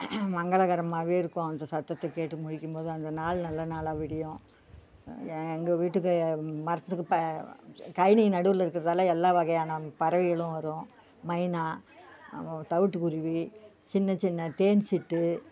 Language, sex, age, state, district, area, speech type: Tamil, female, 60+, Tamil Nadu, Viluppuram, rural, spontaneous